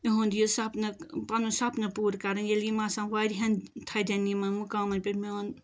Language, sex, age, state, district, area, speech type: Kashmiri, female, 45-60, Jammu and Kashmir, Ganderbal, rural, spontaneous